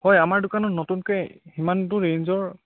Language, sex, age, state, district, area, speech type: Assamese, male, 18-30, Assam, Charaideo, rural, conversation